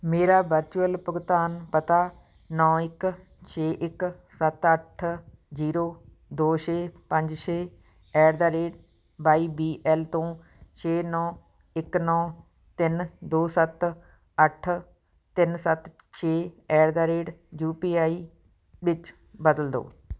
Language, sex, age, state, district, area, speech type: Punjabi, female, 45-60, Punjab, Fatehgarh Sahib, urban, read